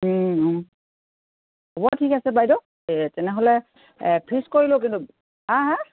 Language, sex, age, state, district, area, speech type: Assamese, female, 60+, Assam, Dibrugarh, rural, conversation